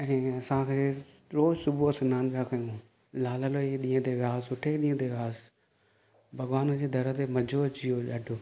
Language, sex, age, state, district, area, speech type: Sindhi, male, 30-45, Maharashtra, Thane, urban, spontaneous